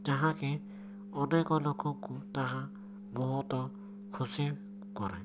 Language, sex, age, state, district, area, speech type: Odia, male, 18-30, Odisha, Cuttack, urban, spontaneous